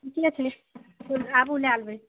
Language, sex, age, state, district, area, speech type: Maithili, female, 60+, Bihar, Madhepura, rural, conversation